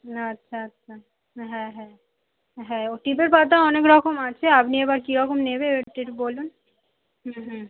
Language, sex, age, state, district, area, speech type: Bengali, female, 18-30, West Bengal, Howrah, urban, conversation